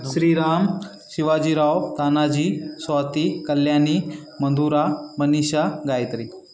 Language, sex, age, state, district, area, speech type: Marathi, male, 18-30, Maharashtra, Nanded, urban, spontaneous